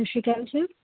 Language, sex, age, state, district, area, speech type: Punjabi, female, 18-30, Punjab, Faridkot, urban, conversation